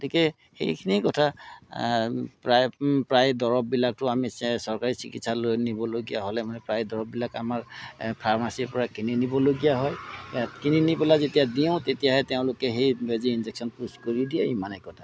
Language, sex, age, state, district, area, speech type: Assamese, male, 60+, Assam, Golaghat, urban, spontaneous